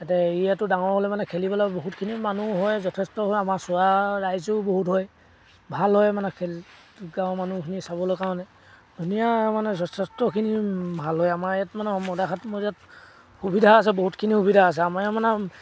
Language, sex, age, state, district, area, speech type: Assamese, male, 60+, Assam, Dibrugarh, rural, spontaneous